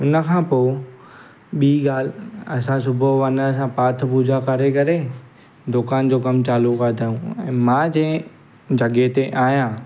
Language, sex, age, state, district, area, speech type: Sindhi, male, 18-30, Gujarat, Surat, urban, spontaneous